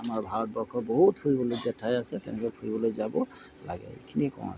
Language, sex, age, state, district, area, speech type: Assamese, male, 60+, Assam, Golaghat, urban, spontaneous